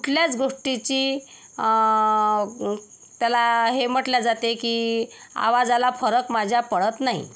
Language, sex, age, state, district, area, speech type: Marathi, female, 45-60, Maharashtra, Yavatmal, rural, spontaneous